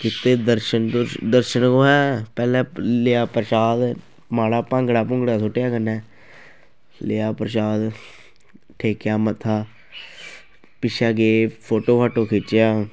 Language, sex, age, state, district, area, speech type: Dogri, male, 18-30, Jammu and Kashmir, Kathua, rural, spontaneous